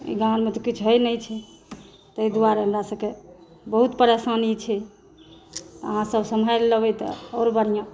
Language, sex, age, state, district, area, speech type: Maithili, female, 60+, Bihar, Saharsa, rural, spontaneous